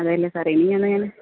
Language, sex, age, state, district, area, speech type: Malayalam, female, 30-45, Kerala, Alappuzha, rural, conversation